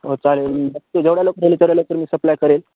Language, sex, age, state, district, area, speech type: Marathi, male, 18-30, Maharashtra, Nanded, rural, conversation